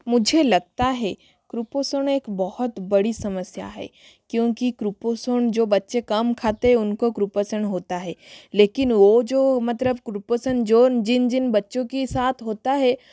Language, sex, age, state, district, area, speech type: Hindi, female, 45-60, Rajasthan, Jodhpur, rural, spontaneous